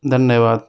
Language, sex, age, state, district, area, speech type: Hindi, male, 45-60, Rajasthan, Jaipur, urban, spontaneous